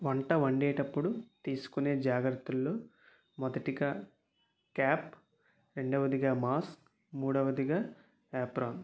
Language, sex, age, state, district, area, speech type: Telugu, male, 18-30, Andhra Pradesh, Kakinada, urban, spontaneous